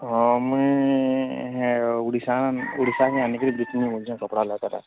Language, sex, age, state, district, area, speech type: Odia, male, 45-60, Odisha, Nuapada, urban, conversation